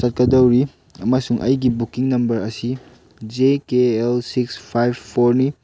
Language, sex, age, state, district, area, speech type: Manipuri, male, 18-30, Manipur, Churachandpur, rural, read